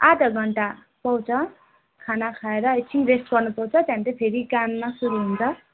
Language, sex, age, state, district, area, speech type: Nepali, female, 18-30, West Bengal, Darjeeling, rural, conversation